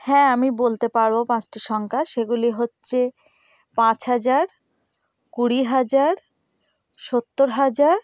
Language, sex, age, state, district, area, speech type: Bengali, female, 30-45, West Bengal, North 24 Parganas, rural, spontaneous